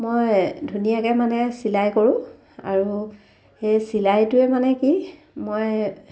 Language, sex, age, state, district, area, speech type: Assamese, female, 30-45, Assam, Sivasagar, rural, spontaneous